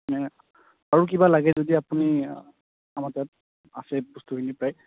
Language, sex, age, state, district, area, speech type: Assamese, male, 18-30, Assam, Nalbari, rural, conversation